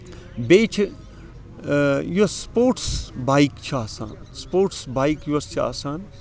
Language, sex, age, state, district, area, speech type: Kashmiri, male, 45-60, Jammu and Kashmir, Srinagar, rural, spontaneous